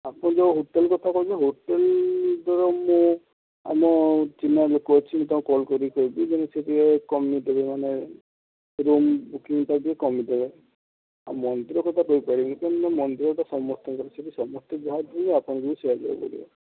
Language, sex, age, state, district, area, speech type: Odia, male, 18-30, Odisha, Balasore, rural, conversation